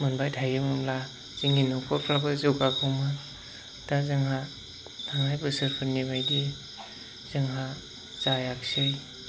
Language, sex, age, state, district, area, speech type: Bodo, male, 30-45, Assam, Chirang, rural, spontaneous